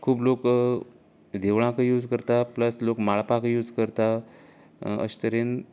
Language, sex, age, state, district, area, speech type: Goan Konkani, male, 30-45, Goa, Canacona, rural, spontaneous